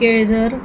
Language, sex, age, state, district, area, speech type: Marathi, female, 30-45, Maharashtra, Wardha, rural, spontaneous